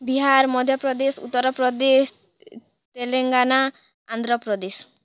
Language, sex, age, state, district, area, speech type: Odia, female, 18-30, Odisha, Kalahandi, rural, spontaneous